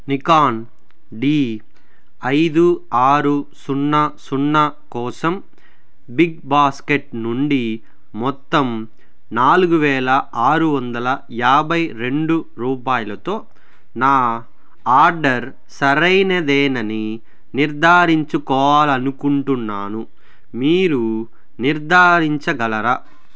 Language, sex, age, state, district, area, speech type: Telugu, male, 18-30, Andhra Pradesh, Sri Balaji, rural, read